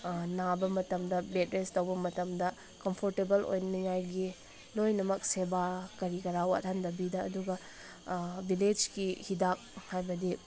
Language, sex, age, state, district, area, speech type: Manipuri, female, 18-30, Manipur, Senapati, rural, spontaneous